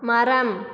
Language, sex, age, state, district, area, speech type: Tamil, female, 30-45, Tamil Nadu, Cuddalore, rural, read